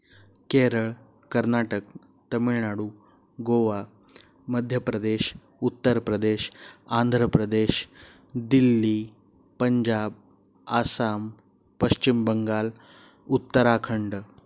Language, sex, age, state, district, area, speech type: Marathi, male, 30-45, Maharashtra, Pune, urban, spontaneous